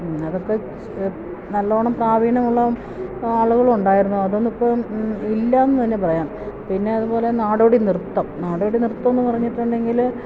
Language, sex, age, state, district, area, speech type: Malayalam, female, 45-60, Kerala, Kottayam, rural, spontaneous